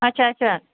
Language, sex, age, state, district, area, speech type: Kashmiri, female, 30-45, Jammu and Kashmir, Budgam, rural, conversation